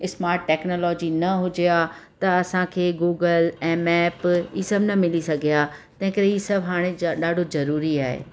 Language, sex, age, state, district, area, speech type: Sindhi, female, 45-60, Rajasthan, Ajmer, rural, spontaneous